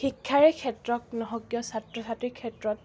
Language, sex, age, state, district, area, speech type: Assamese, female, 18-30, Assam, Biswanath, rural, spontaneous